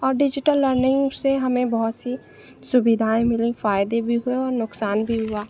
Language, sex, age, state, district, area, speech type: Hindi, female, 18-30, Madhya Pradesh, Narsinghpur, urban, spontaneous